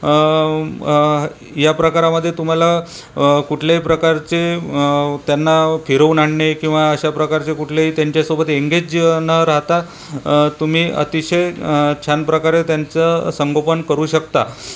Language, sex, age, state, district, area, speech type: Marathi, male, 30-45, Maharashtra, Buldhana, urban, spontaneous